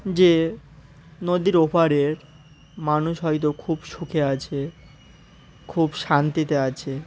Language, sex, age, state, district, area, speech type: Bengali, male, 18-30, West Bengal, Uttar Dinajpur, urban, spontaneous